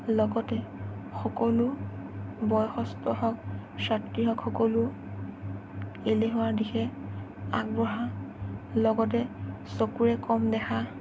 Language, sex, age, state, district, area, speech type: Assamese, female, 18-30, Assam, Sonitpur, rural, spontaneous